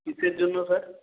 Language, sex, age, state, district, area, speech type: Bengali, male, 18-30, West Bengal, North 24 Parganas, rural, conversation